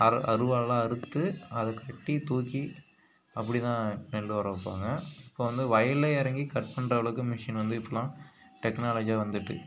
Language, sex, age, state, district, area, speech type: Tamil, male, 45-60, Tamil Nadu, Mayiladuthurai, rural, spontaneous